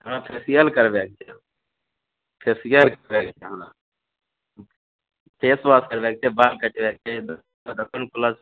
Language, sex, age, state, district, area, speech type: Maithili, male, 30-45, Bihar, Begusarai, urban, conversation